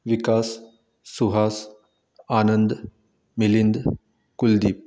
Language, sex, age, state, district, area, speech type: Goan Konkani, male, 30-45, Goa, Canacona, rural, spontaneous